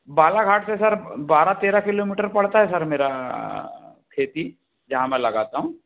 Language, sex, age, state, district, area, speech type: Hindi, male, 60+, Madhya Pradesh, Balaghat, rural, conversation